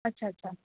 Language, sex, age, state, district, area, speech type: Marathi, female, 18-30, Maharashtra, Osmanabad, rural, conversation